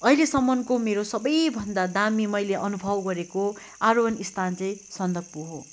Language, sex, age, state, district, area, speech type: Nepali, female, 45-60, West Bengal, Darjeeling, rural, spontaneous